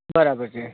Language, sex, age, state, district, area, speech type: Gujarati, male, 30-45, Gujarat, Ahmedabad, urban, conversation